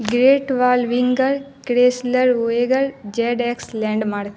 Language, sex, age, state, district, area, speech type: Urdu, female, 30-45, Bihar, Darbhanga, rural, spontaneous